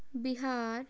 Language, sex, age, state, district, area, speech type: Punjabi, female, 18-30, Punjab, Tarn Taran, rural, spontaneous